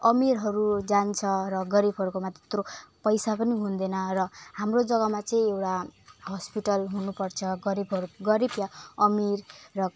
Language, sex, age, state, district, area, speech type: Nepali, female, 18-30, West Bengal, Alipurduar, urban, spontaneous